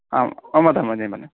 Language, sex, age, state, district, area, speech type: Sanskrit, male, 18-30, Karnataka, Uttara Kannada, rural, conversation